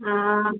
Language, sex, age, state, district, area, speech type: Hindi, female, 30-45, Bihar, Begusarai, rural, conversation